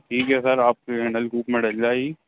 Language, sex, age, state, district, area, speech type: Hindi, male, 18-30, Madhya Pradesh, Hoshangabad, urban, conversation